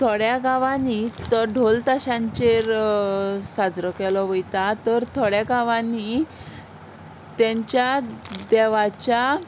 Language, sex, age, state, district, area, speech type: Goan Konkani, female, 18-30, Goa, Ponda, rural, spontaneous